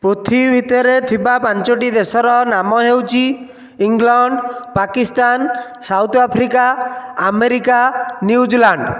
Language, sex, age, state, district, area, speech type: Odia, male, 30-45, Odisha, Nayagarh, rural, spontaneous